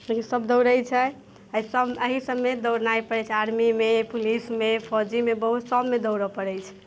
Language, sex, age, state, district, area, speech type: Maithili, female, 18-30, Bihar, Muzaffarpur, rural, spontaneous